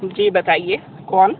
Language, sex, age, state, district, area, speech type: Hindi, male, 18-30, Uttar Pradesh, Sonbhadra, rural, conversation